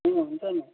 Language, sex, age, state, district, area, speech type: Nepali, male, 18-30, West Bengal, Darjeeling, rural, conversation